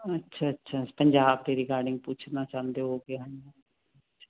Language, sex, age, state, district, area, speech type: Punjabi, female, 45-60, Punjab, Fazilka, rural, conversation